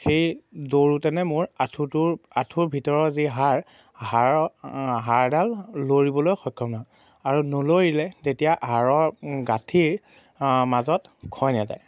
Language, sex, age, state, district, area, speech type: Assamese, male, 18-30, Assam, Majuli, urban, spontaneous